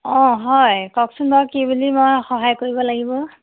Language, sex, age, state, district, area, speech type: Assamese, female, 30-45, Assam, Majuli, urban, conversation